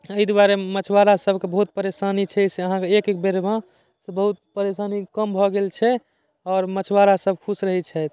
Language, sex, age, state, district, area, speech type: Maithili, male, 18-30, Bihar, Darbhanga, urban, spontaneous